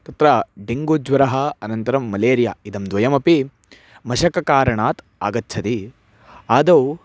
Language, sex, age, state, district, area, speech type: Sanskrit, male, 18-30, Karnataka, Chitradurga, urban, spontaneous